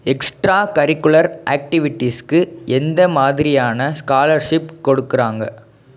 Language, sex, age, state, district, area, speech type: Tamil, male, 18-30, Tamil Nadu, Madurai, rural, read